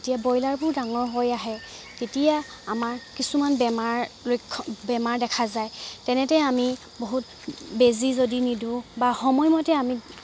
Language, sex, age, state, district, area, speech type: Assamese, female, 45-60, Assam, Dibrugarh, rural, spontaneous